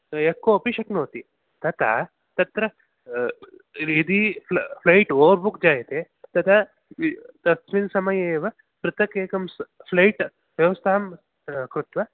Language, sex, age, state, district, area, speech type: Sanskrit, male, 18-30, Karnataka, Bangalore Urban, urban, conversation